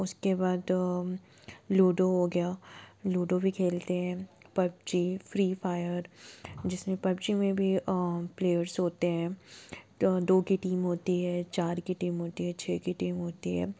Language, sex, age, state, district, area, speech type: Hindi, female, 30-45, Madhya Pradesh, Jabalpur, urban, spontaneous